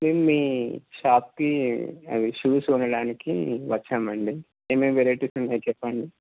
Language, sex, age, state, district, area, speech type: Telugu, male, 30-45, Andhra Pradesh, Srikakulam, urban, conversation